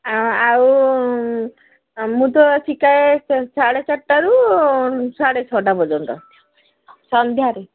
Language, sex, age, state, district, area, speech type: Odia, female, 60+, Odisha, Gajapati, rural, conversation